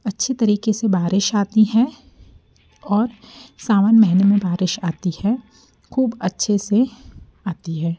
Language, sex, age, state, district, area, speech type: Hindi, female, 30-45, Madhya Pradesh, Jabalpur, urban, spontaneous